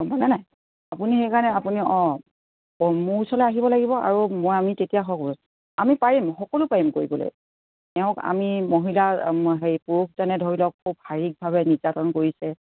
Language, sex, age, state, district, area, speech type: Assamese, female, 60+, Assam, Dibrugarh, rural, conversation